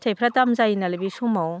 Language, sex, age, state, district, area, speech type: Bodo, female, 45-60, Assam, Udalguri, rural, spontaneous